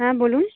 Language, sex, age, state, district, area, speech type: Bengali, female, 30-45, West Bengal, Kolkata, urban, conversation